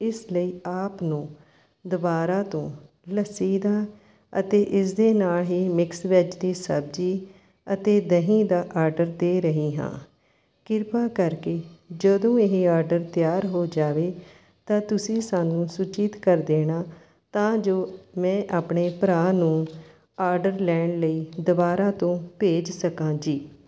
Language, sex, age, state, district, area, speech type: Punjabi, female, 60+, Punjab, Mohali, urban, spontaneous